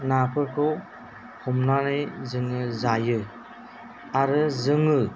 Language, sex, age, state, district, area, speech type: Bodo, male, 30-45, Assam, Chirang, rural, spontaneous